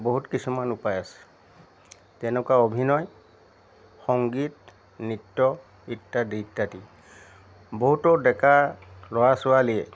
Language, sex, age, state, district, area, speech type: Assamese, male, 60+, Assam, Biswanath, rural, spontaneous